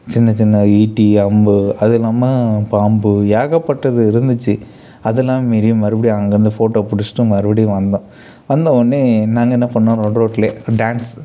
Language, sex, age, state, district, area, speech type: Tamil, male, 18-30, Tamil Nadu, Kallakurichi, urban, spontaneous